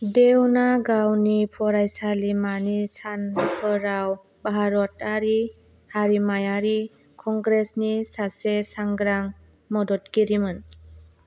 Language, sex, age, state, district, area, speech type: Bodo, female, 18-30, Assam, Kokrajhar, rural, read